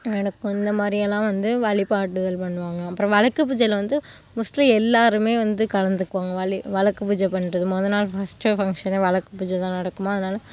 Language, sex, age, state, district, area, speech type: Tamil, female, 18-30, Tamil Nadu, Mayiladuthurai, rural, spontaneous